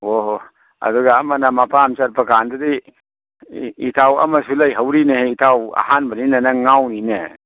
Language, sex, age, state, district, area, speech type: Manipuri, male, 30-45, Manipur, Kakching, rural, conversation